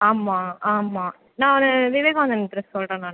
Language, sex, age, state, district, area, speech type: Tamil, female, 18-30, Tamil Nadu, Cuddalore, urban, conversation